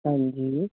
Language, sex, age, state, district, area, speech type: Punjabi, female, 45-60, Punjab, Muktsar, urban, conversation